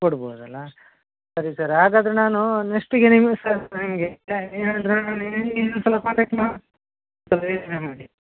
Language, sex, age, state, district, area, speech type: Kannada, male, 30-45, Karnataka, Dakshina Kannada, rural, conversation